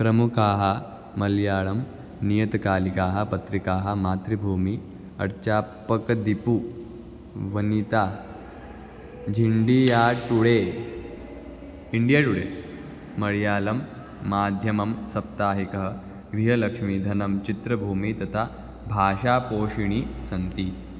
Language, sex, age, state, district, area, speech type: Sanskrit, male, 18-30, Maharashtra, Nagpur, urban, read